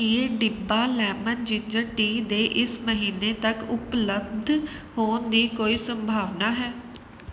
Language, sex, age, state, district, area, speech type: Punjabi, female, 18-30, Punjab, Kapurthala, urban, read